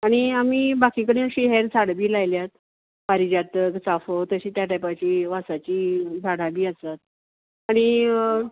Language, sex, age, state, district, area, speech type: Goan Konkani, female, 45-60, Goa, Canacona, rural, conversation